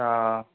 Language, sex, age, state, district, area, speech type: Bengali, male, 18-30, West Bengal, Howrah, urban, conversation